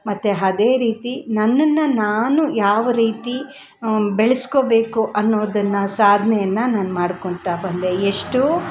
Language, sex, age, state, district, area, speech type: Kannada, female, 45-60, Karnataka, Kolar, urban, spontaneous